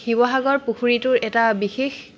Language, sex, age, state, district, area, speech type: Assamese, female, 18-30, Assam, Charaideo, urban, spontaneous